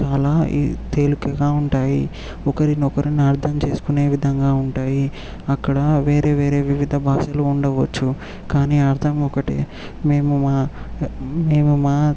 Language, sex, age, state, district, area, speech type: Telugu, male, 18-30, Telangana, Vikarabad, urban, spontaneous